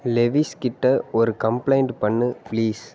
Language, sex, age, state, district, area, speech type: Tamil, male, 18-30, Tamil Nadu, Ariyalur, rural, read